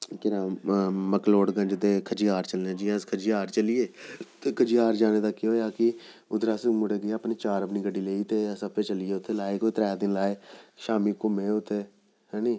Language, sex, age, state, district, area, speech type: Dogri, male, 30-45, Jammu and Kashmir, Jammu, urban, spontaneous